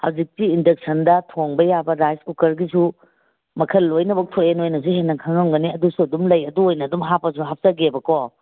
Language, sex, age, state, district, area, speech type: Manipuri, female, 45-60, Manipur, Kangpokpi, urban, conversation